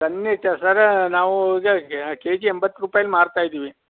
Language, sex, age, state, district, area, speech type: Kannada, male, 60+, Karnataka, Kodagu, rural, conversation